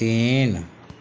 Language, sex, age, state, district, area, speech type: Hindi, male, 30-45, Bihar, Begusarai, urban, read